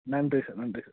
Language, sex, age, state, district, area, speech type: Tamil, male, 30-45, Tamil Nadu, Tiruvannamalai, rural, conversation